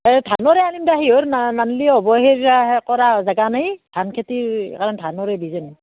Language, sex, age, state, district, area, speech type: Assamese, female, 45-60, Assam, Barpeta, rural, conversation